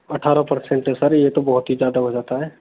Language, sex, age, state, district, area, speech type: Hindi, male, 18-30, Rajasthan, Karauli, rural, conversation